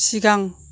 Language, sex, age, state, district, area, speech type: Bodo, female, 60+, Assam, Kokrajhar, rural, read